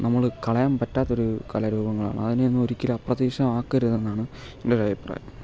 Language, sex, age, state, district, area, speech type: Malayalam, male, 18-30, Kerala, Kottayam, rural, spontaneous